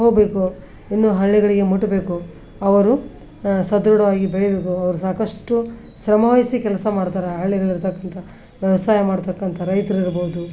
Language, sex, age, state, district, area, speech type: Kannada, female, 60+, Karnataka, Koppal, rural, spontaneous